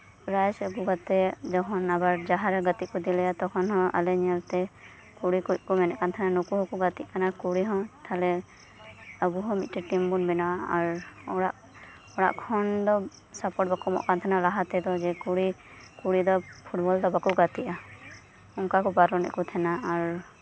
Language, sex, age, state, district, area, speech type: Santali, female, 18-30, West Bengal, Birbhum, rural, spontaneous